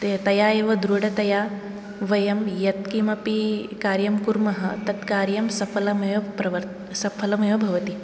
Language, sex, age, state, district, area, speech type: Sanskrit, female, 18-30, Maharashtra, Nagpur, urban, spontaneous